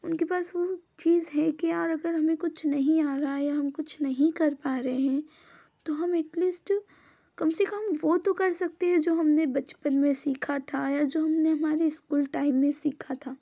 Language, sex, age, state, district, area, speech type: Hindi, female, 18-30, Madhya Pradesh, Ujjain, urban, spontaneous